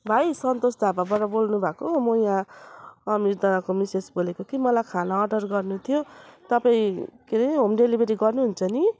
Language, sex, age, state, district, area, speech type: Nepali, female, 30-45, West Bengal, Jalpaiguri, urban, spontaneous